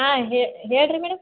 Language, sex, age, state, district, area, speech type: Kannada, female, 60+, Karnataka, Belgaum, urban, conversation